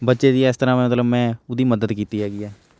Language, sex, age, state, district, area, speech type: Punjabi, male, 60+, Punjab, Shaheed Bhagat Singh Nagar, urban, spontaneous